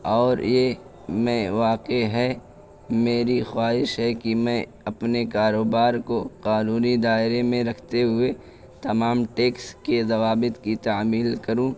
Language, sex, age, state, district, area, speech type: Urdu, male, 18-30, Uttar Pradesh, Balrampur, rural, spontaneous